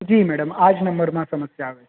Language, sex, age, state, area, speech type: Gujarati, male, 18-30, Gujarat, urban, conversation